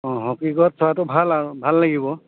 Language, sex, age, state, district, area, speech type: Assamese, male, 45-60, Assam, Majuli, rural, conversation